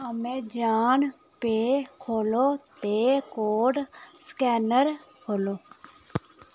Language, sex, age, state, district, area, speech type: Dogri, female, 30-45, Jammu and Kashmir, Samba, urban, read